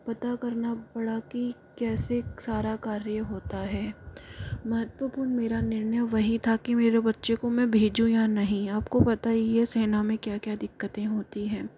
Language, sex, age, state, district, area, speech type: Hindi, female, 45-60, Rajasthan, Jaipur, urban, spontaneous